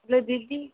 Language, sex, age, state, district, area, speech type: Punjabi, female, 18-30, Punjab, Mansa, rural, conversation